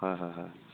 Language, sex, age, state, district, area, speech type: Assamese, male, 45-60, Assam, Charaideo, rural, conversation